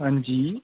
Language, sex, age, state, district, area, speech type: Dogri, male, 18-30, Jammu and Kashmir, Udhampur, rural, conversation